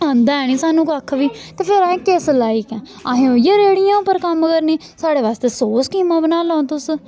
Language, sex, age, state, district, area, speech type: Dogri, female, 18-30, Jammu and Kashmir, Samba, urban, spontaneous